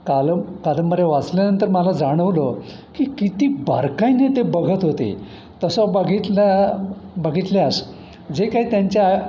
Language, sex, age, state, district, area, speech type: Marathi, male, 60+, Maharashtra, Pune, urban, spontaneous